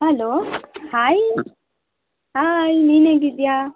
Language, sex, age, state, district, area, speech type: Kannada, female, 18-30, Karnataka, Mysore, urban, conversation